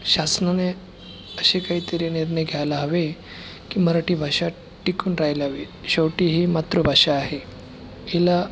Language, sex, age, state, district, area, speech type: Marathi, male, 30-45, Maharashtra, Aurangabad, rural, spontaneous